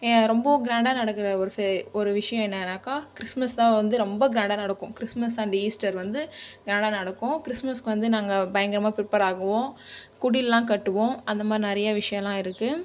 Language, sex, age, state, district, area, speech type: Tamil, female, 30-45, Tamil Nadu, Viluppuram, rural, spontaneous